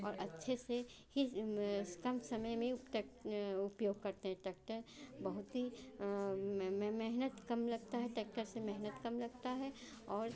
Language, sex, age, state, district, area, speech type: Hindi, female, 45-60, Uttar Pradesh, Chandauli, rural, spontaneous